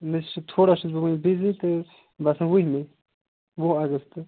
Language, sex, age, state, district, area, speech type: Kashmiri, male, 30-45, Jammu and Kashmir, Kupwara, rural, conversation